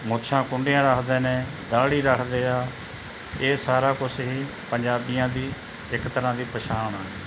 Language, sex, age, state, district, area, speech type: Punjabi, male, 45-60, Punjab, Mansa, urban, spontaneous